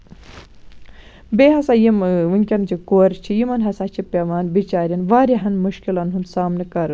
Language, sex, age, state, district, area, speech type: Kashmiri, female, 18-30, Jammu and Kashmir, Baramulla, rural, spontaneous